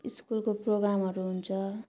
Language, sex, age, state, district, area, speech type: Nepali, female, 45-60, West Bengal, Darjeeling, rural, spontaneous